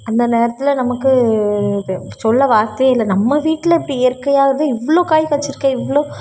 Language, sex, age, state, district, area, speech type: Tamil, female, 30-45, Tamil Nadu, Thoothukudi, urban, spontaneous